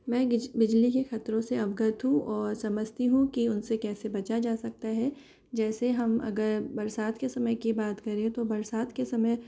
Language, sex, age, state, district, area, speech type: Hindi, female, 45-60, Rajasthan, Jaipur, urban, spontaneous